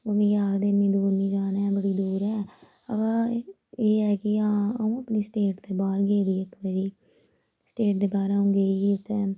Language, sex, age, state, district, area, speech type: Dogri, female, 30-45, Jammu and Kashmir, Reasi, rural, spontaneous